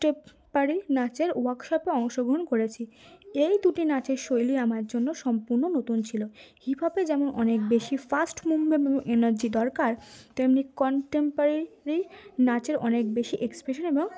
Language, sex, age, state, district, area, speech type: Bengali, female, 18-30, West Bengal, Cooch Behar, urban, spontaneous